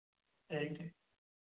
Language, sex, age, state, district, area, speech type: Hindi, male, 30-45, Uttar Pradesh, Sitapur, rural, conversation